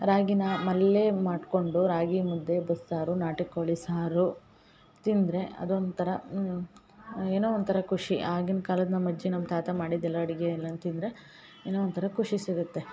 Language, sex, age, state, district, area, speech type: Kannada, female, 18-30, Karnataka, Hassan, urban, spontaneous